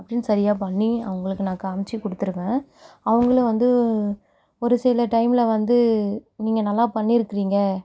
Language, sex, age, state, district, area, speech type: Tamil, female, 18-30, Tamil Nadu, Mayiladuthurai, rural, spontaneous